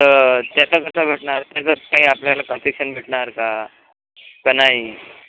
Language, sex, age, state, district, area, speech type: Marathi, male, 18-30, Maharashtra, Washim, rural, conversation